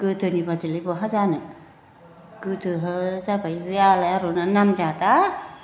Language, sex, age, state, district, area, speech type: Bodo, female, 60+, Assam, Chirang, urban, spontaneous